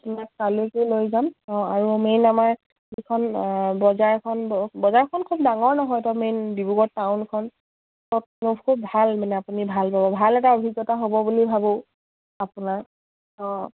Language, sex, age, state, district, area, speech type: Assamese, female, 18-30, Assam, Dibrugarh, rural, conversation